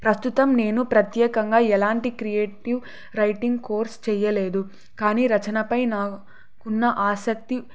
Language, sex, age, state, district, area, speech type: Telugu, female, 18-30, Andhra Pradesh, Sri Satya Sai, urban, spontaneous